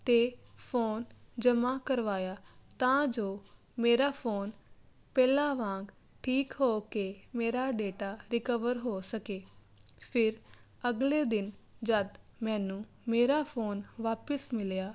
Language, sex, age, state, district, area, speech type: Punjabi, female, 30-45, Punjab, Jalandhar, urban, spontaneous